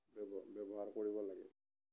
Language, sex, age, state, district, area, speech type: Assamese, male, 30-45, Assam, Morigaon, rural, spontaneous